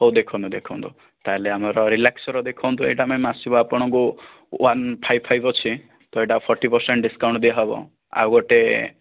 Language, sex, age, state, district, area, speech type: Odia, male, 18-30, Odisha, Kandhamal, rural, conversation